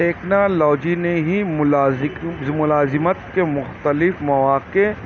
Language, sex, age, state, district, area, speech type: Urdu, male, 30-45, Maharashtra, Nashik, urban, spontaneous